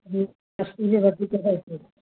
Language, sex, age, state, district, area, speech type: Sindhi, female, 60+, Maharashtra, Thane, urban, conversation